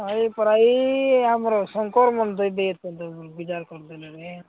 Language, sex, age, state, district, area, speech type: Odia, male, 45-60, Odisha, Nabarangpur, rural, conversation